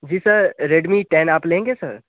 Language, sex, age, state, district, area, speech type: Hindi, male, 18-30, Bihar, Darbhanga, rural, conversation